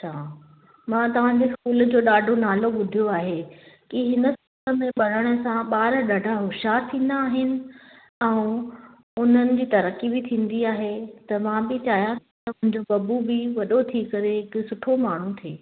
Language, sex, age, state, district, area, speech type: Sindhi, female, 30-45, Maharashtra, Thane, urban, conversation